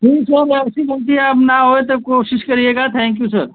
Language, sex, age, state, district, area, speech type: Hindi, male, 18-30, Uttar Pradesh, Azamgarh, rural, conversation